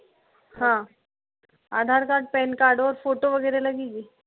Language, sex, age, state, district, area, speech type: Hindi, female, 30-45, Madhya Pradesh, Chhindwara, urban, conversation